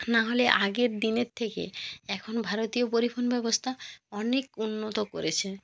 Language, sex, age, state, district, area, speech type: Bengali, female, 18-30, West Bengal, Jalpaiguri, rural, spontaneous